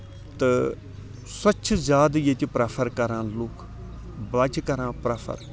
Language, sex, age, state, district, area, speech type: Kashmiri, male, 45-60, Jammu and Kashmir, Srinagar, rural, spontaneous